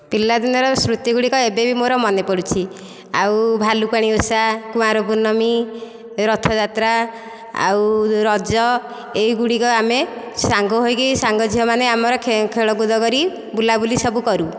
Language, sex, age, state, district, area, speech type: Odia, female, 45-60, Odisha, Dhenkanal, rural, spontaneous